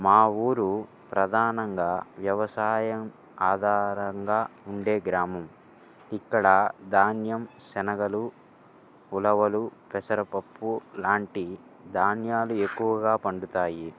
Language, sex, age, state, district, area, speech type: Telugu, male, 18-30, Andhra Pradesh, Guntur, urban, spontaneous